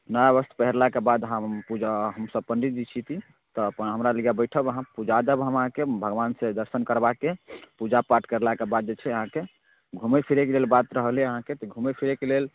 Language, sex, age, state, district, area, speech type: Maithili, male, 18-30, Bihar, Darbhanga, rural, conversation